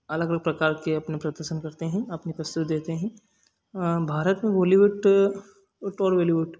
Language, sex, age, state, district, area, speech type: Hindi, male, 18-30, Madhya Pradesh, Ujjain, rural, spontaneous